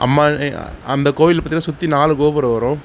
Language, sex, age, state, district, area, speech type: Tamil, male, 60+, Tamil Nadu, Mayiladuthurai, rural, spontaneous